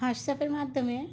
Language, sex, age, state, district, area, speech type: Bengali, female, 60+, West Bengal, Uttar Dinajpur, urban, spontaneous